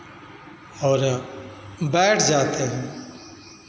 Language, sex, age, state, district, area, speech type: Hindi, male, 45-60, Bihar, Begusarai, rural, spontaneous